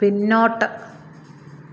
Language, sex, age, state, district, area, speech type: Malayalam, female, 45-60, Kerala, Alappuzha, rural, read